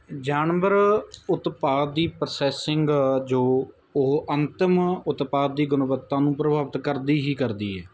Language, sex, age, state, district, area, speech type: Punjabi, male, 18-30, Punjab, Mansa, rural, spontaneous